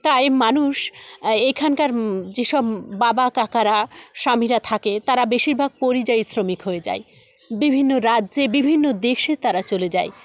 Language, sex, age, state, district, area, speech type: Bengali, female, 30-45, West Bengal, Jalpaiguri, rural, spontaneous